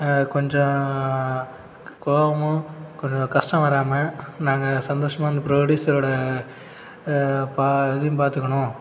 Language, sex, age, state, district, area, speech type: Tamil, male, 30-45, Tamil Nadu, Cuddalore, rural, spontaneous